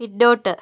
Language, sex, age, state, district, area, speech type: Malayalam, female, 18-30, Kerala, Kozhikode, urban, read